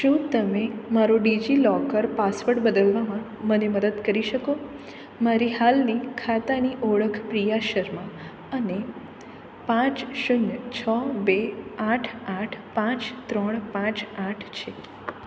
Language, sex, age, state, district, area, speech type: Gujarati, female, 18-30, Gujarat, Surat, urban, read